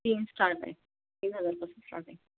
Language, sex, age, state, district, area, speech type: Marathi, other, 30-45, Maharashtra, Akola, urban, conversation